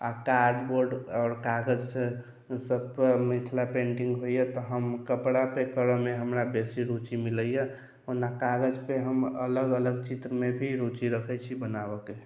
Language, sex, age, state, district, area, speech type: Maithili, male, 45-60, Bihar, Sitamarhi, rural, spontaneous